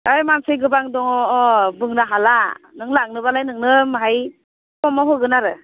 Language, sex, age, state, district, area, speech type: Bodo, female, 30-45, Assam, Udalguri, urban, conversation